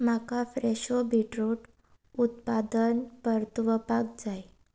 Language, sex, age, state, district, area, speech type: Goan Konkani, female, 18-30, Goa, Salcete, rural, read